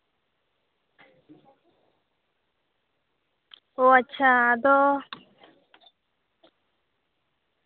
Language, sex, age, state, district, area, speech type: Santali, female, 18-30, West Bengal, Purulia, rural, conversation